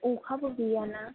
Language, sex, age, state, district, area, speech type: Bodo, female, 18-30, Assam, Kokrajhar, urban, conversation